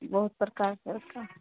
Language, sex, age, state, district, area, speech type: Hindi, female, 30-45, Bihar, Begusarai, rural, conversation